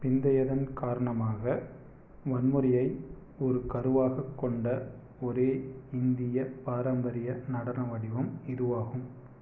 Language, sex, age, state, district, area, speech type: Tamil, male, 30-45, Tamil Nadu, Erode, rural, read